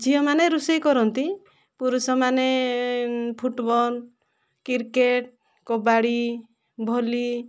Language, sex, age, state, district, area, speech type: Odia, female, 18-30, Odisha, Kandhamal, rural, spontaneous